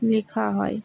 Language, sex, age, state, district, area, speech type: Bengali, female, 60+, West Bengal, Purba Medinipur, rural, spontaneous